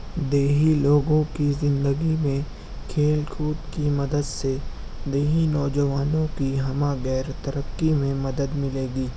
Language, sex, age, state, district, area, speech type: Urdu, male, 18-30, Maharashtra, Nashik, rural, spontaneous